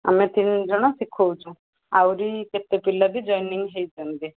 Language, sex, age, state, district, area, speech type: Odia, female, 30-45, Odisha, Ganjam, urban, conversation